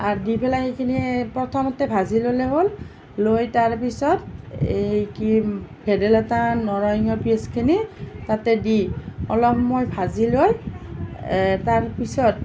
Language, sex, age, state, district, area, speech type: Assamese, female, 45-60, Assam, Nalbari, rural, spontaneous